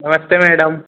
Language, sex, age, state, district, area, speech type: Hindi, male, 18-30, Uttar Pradesh, Ghazipur, urban, conversation